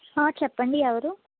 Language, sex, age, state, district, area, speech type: Telugu, female, 45-60, Andhra Pradesh, Eluru, rural, conversation